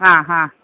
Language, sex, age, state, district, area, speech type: Malayalam, female, 30-45, Kerala, Pathanamthitta, rural, conversation